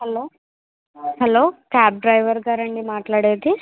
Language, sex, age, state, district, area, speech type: Telugu, female, 60+, Andhra Pradesh, Kakinada, rural, conversation